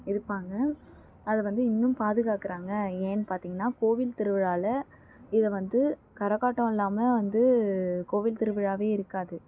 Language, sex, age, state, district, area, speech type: Tamil, female, 18-30, Tamil Nadu, Tiruvannamalai, rural, spontaneous